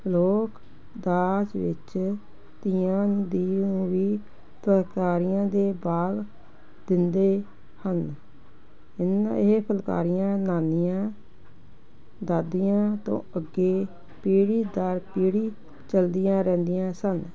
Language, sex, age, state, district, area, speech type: Punjabi, female, 60+, Punjab, Jalandhar, urban, spontaneous